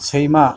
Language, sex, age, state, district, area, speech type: Bodo, male, 45-60, Assam, Kokrajhar, urban, read